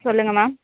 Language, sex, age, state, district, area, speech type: Tamil, female, 18-30, Tamil Nadu, Thanjavur, rural, conversation